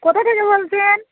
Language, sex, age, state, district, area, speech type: Bengali, female, 30-45, West Bengal, Birbhum, urban, conversation